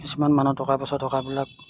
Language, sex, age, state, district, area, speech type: Assamese, male, 30-45, Assam, Majuli, urban, spontaneous